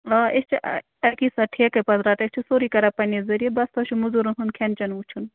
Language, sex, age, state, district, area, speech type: Kashmiri, female, 18-30, Jammu and Kashmir, Bandipora, rural, conversation